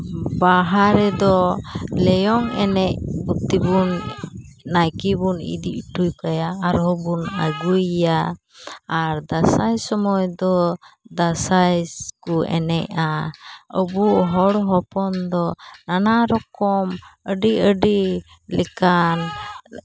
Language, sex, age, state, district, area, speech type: Santali, female, 30-45, West Bengal, Uttar Dinajpur, rural, spontaneous